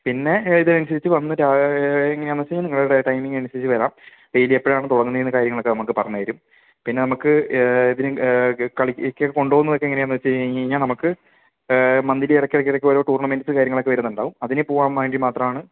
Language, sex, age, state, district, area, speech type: Malayalam, male, 18-30, Kerala, Kozhikode, rural, conversation